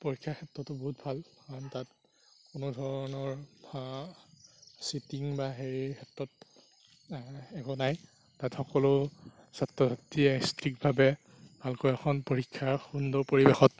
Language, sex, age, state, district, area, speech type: Assamese, male, 45-60, Assam, Darrang, rural, spontaneous